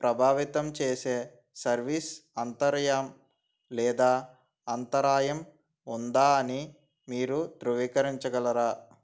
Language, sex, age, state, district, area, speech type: Telugu, male, 18-30, Andhra Pradesh, N T Rama Rao, urban, read